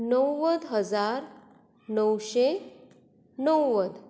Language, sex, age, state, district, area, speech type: Goan Konkani, female, 45-60, Goa, Bardez, urban, spontaneous